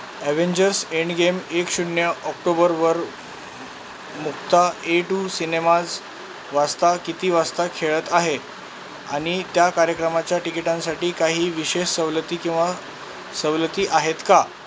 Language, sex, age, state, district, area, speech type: Marathi, male, 30-45, Maharashtra, Nanded, rural, read